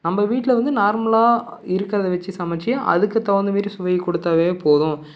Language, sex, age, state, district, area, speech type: Tamil, male, 30-45, Tamil Nadu, Salem, rural, spontaneous